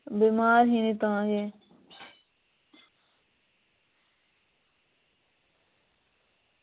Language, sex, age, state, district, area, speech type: Dogri, female, 30-45, Jammu and Kashmir, Udhampur, rural, conversation